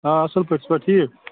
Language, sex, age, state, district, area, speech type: Kashmiri, male, 60+, Jammu and Kashmir, Budgam, rural, conversation